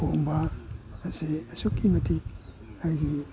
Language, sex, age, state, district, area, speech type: Manipuri, male, 60+, Manipur, Kakching, rural, spontaneous